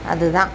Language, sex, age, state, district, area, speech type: Tamil, female, 45-60, Tamil Nadu, Thoothukudi, rural, spontaneous